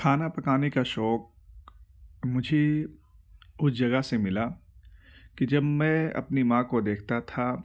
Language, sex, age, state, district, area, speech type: Urdu, male, 18-30, Uttar Pradesh, Ghaziabad, urban, spontaneous